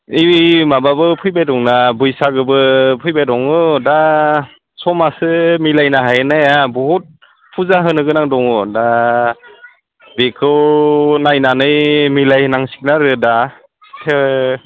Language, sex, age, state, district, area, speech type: Bodo, male, 30-45, Assam, Udalguri, rural, conversation